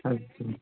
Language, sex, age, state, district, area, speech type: Urdu, male, 18-30, Uttar Pradesh, Balrampur, rural, conversation